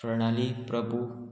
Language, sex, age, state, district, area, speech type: Goan Konkani, male, 18-30, Goa, Murmgao, rural, spontaneous